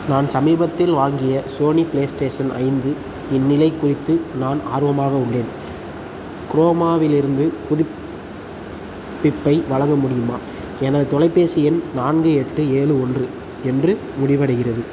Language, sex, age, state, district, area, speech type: Tamil, male, 18-30, Tamil Nadu, Tiruchirappalli, rural, read